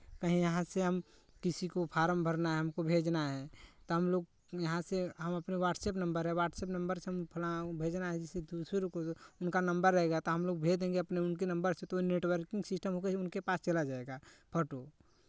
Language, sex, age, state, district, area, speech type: Hindi, male, 18-30, Uttar Pradesh, Chandauli, rural, spontaneous